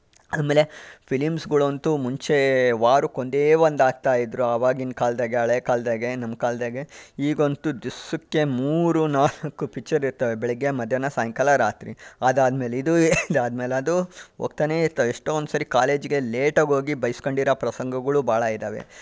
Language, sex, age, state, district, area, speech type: Kannada, male, 45-60, Karnataka, Chitradurga, rural, spontaneous